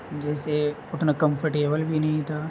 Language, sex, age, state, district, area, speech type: Urdu, male, 18-30, Bihar, Gaya, urban, spontaneous